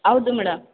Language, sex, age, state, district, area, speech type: Kannada, female, 45-60, Karnataka, Chamarajanagar, rural, conversation